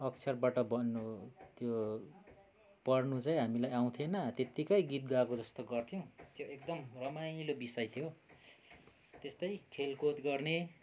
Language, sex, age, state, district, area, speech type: Nepali, male, 45-60, West Bengal, Kalimpong, rural, spontaneous